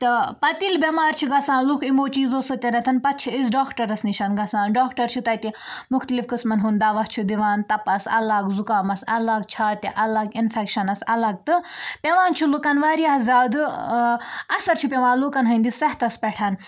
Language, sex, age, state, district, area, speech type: Kashmiri, female, 18-30, Jammu and Kashmir, Budgam, rural, spontaneous